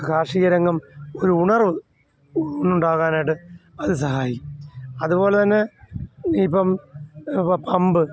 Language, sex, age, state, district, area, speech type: Malayalam, male, 45-60, Kerala, Alappuzha, rural, spontaneous